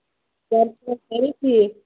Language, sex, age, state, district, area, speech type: Kashmiri, female, 30-45, Jammu and Kashmir, Bandipora, rural, conversation